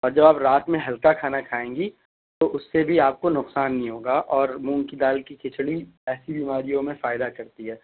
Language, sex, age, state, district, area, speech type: Urdu, male, 18-30, Uttar Pradesh, Shahjahanpur, urban, conversation